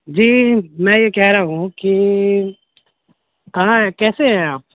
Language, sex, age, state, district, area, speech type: Urdu, male, 18-30, Bihar, Khagaria, rural, conversation